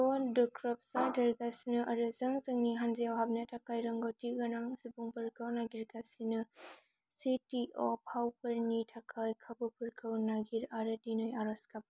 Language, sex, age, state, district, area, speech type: Bodo, female, 18-30, Assam, Kokrajhar, rural, read